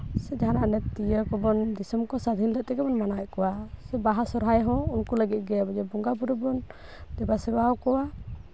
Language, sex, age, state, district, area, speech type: Santali, female, 18-30, West Bengal, Purulia, rural, spontaneous